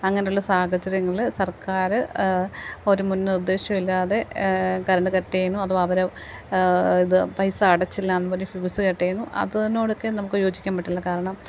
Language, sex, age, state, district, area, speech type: Malayalam, female, 45-60, Kerala, Kottayam, rural, spontaneous